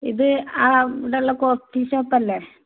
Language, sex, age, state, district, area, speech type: Malayalam, female, 30-45, Kerala, Malappuram, rural, conversation